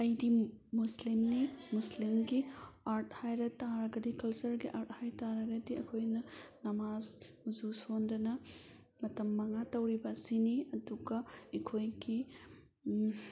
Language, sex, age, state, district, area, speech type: Manipuri, female, 30-45, Manipur, Thoubal, rural, spontaneous